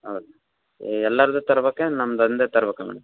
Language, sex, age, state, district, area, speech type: Kannada, male, 18-30, Karnataka, Davanagere, rural, conversation